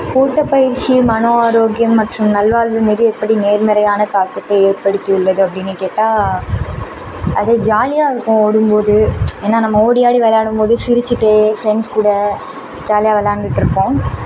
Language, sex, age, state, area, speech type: Tamil, female, 18-30, Tamil Nadu, urban, spontaneous